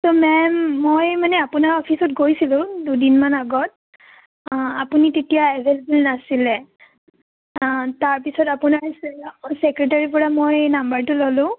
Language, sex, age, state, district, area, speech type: Assamese, female, 18-30, Assam, Udalguri, rural, conversation